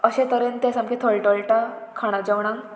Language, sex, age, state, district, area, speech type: Goan Konkani, female, 18-30, Goa, Murmgao, urban, spontaneous